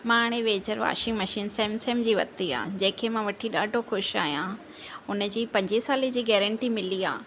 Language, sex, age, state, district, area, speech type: Sindhi, female, 30-45, Maharashtra, Thane, urban, spontaneous